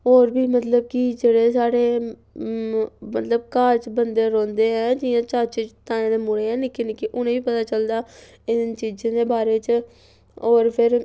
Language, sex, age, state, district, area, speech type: Dogri, female, 18-30, Jammu and Kashmir, Samba, rural, spontaneous